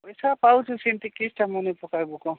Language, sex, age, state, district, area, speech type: Odia, male, 45-60, Odisha, Nabarangpur, rural, conversation